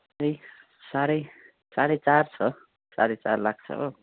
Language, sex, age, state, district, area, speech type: Nepali, male, 18-30, West Bengal, Jalpaiguri, rural, conversation